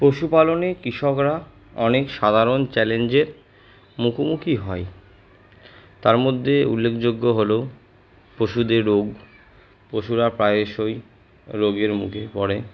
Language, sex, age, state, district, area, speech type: Bengali, male, 18-30, West Bengal, Purba Bardhaman, urban, spontaneous